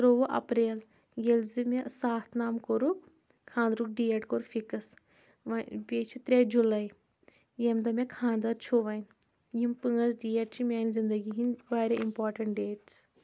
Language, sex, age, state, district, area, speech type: Kashmiri, female, 18-30, Jammu and Kashmir, Anantnag, urban, spontaneous